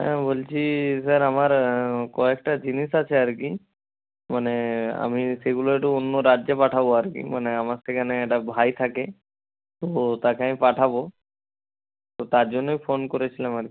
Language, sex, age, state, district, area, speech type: Bengali, male, 30-45, West Bengal, Hooghly, urban, conversation